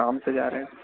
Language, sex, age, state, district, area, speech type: Hindi, male, 30-45, Madhya Pradesh, Harda, urban, conversation